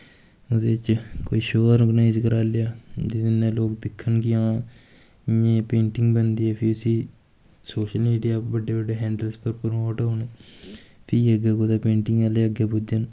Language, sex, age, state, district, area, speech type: Dogri, male, 18-30, Jammu and Kashmir, Kathua, rural, spontaneous